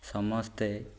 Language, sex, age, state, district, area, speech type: Odia, male, 18-30, Odisha, Ganjam, urban, spontaneous